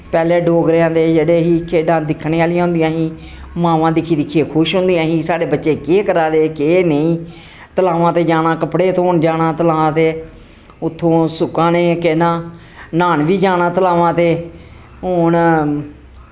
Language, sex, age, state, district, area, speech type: Dogri, female, 60+, Jammu and Kashmir, Jammu, urban, spontaneous